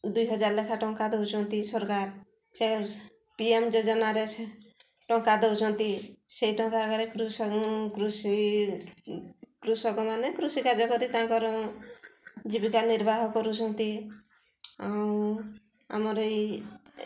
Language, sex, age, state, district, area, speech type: Odia, female, 60+, Odisha, Mayurbhanj, rural, spontaneous